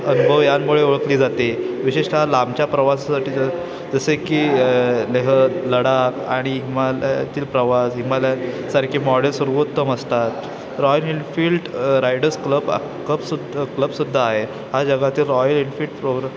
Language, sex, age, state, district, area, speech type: Marathi, male, 18-30, Maharashtra, Ratnagiri, urban, spontaneous